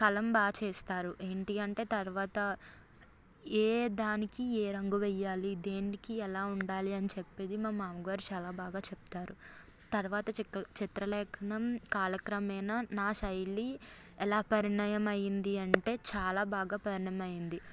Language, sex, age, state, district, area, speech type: Telugu, female, 18-30, Andhra Pradesh, Eluru, rural, spontaneous